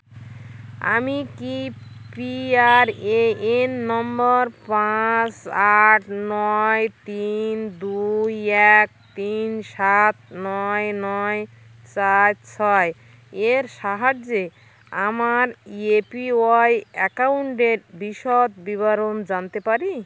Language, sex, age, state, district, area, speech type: Bengali, female, 60+, West Bengal, North 24 Parganas, rural, read